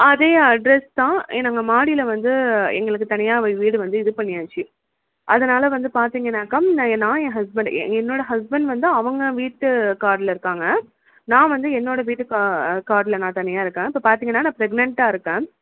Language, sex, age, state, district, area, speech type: Tamil, female, 18-30, Tamil Nadu, Chengalpattu, urban, conversation